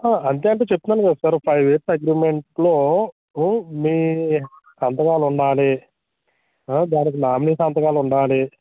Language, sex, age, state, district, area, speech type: Telugu, male, 30-45, Andhra Pradesh, Alluri Sitarama Raju, rural, conversation